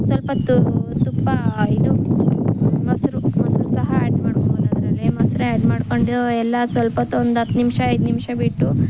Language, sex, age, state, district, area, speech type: Kannada, female, 18-30, Karnataka, Kolar, rural, spontaneous